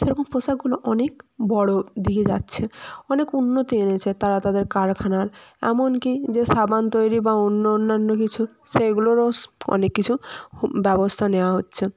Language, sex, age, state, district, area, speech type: Bengali, female, 18-30, West Bengal, Jalpaiguri, rural, spontaneous